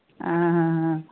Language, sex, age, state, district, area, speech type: Goan Konkani, female, 18-30, Goa, Ponda, rural, conversation